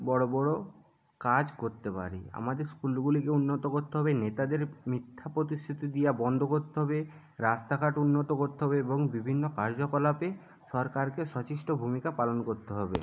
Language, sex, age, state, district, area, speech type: Bengali, male, 45-60, West Bengal, Jhargram, rural, spontaneous